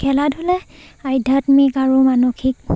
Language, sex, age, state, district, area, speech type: Assamese, female, 18-30, Assam, Charaideo, rural, spontaneous